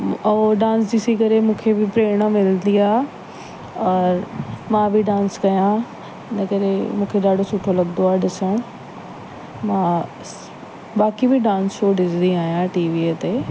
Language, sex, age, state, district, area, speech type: Sindhi, female, 30-45, Delhi, South Delhi, urban, spontaneous